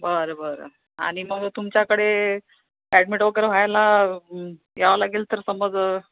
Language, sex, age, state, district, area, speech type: Marathi, female, 45-60, Maharashtra, Akola, urban, conversation